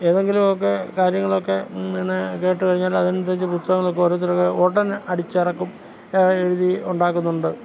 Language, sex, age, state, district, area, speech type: Malayalam, male, 60+, Kerala, Pathanamthitta, rural, spontaneous